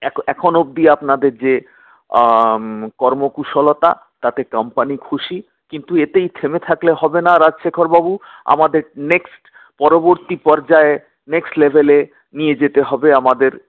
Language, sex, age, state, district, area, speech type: Bengali, male, 45-60, West Bengal, Paschim Bardhaman, urban, conversation